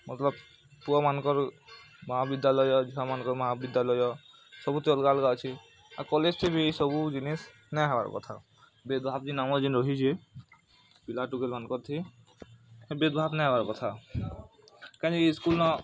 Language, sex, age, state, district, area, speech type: Odia, male, 18-30, Odisha, Bargarh, urban, spontaneous